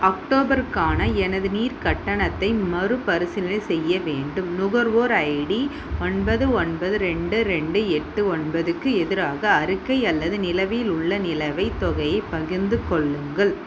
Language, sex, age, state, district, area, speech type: Tamil, female, 30-45, Tamil Nadu, Vellore, urban, read